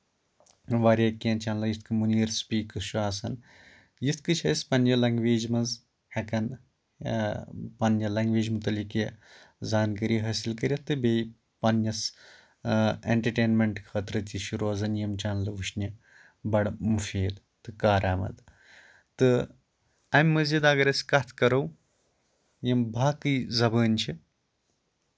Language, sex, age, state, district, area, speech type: Kashmiri, male, 30-45, Jammu and Kashmir, Anantnag, rural, spontaneous